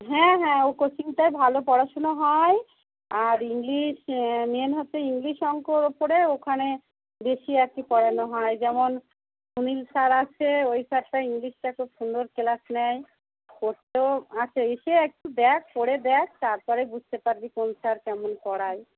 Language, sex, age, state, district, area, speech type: Bengali, female, 30-45, West Bengal, Darjeeling, urban, conversation